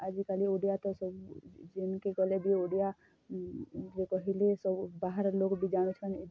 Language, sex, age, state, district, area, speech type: Odia, female, 30-45, Odisha, Kalahandi, rural, spontaneous